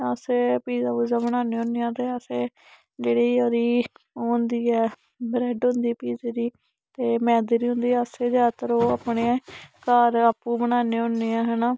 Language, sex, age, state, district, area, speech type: Dogri, female, 18-30, Jammu and Kashmir, Samba, urban, spontaneous